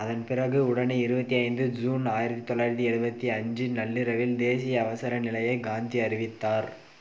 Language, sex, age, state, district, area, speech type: Tamil, male, 18-30, Tamil Nadu, Dharmapuri, rural, read